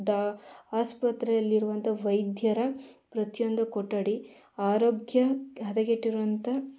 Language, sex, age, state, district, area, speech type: Kannada, female, 18-30, Karnataka, Mandya, rural, spontaneous